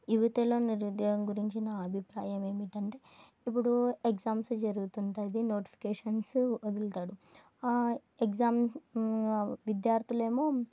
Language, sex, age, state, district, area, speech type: Telugu, female, 18-30, Andhra Pradesh, Nandyal, urban, spontaneous